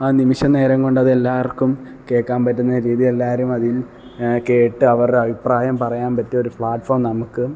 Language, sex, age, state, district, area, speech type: Malayalam, male, 18-30, Kerala, Alappuzha, rural, spontaneous